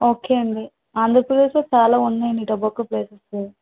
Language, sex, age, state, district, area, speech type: Telugu, female, 18-30, Andhra Pradesh, Visakhapatnam, rural, conversation